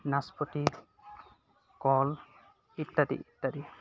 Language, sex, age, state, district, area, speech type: Assamese, male, 30-45, Assam, Dhemaji, urban, spontaneous